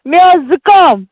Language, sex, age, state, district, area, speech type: Kashmiri, female, 18-30, Jammu and Kashmir, Baramulla, rural, conversation